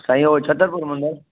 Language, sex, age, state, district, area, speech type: Sindhi, male, 30-45, Delhi, South Delhi, urban, conversation